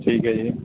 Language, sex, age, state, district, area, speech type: Punjabi, male, 18-30, Punjab, Kapurthala, rural, conversation